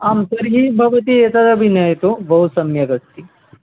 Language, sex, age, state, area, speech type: Sanskrit, male, 18-30, Tripura, rural, conversation